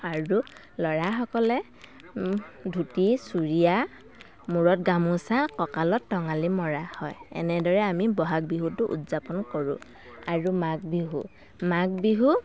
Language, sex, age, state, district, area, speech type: Assamese, female, 45-60, Assam, Dhemaji, rural, spontaneous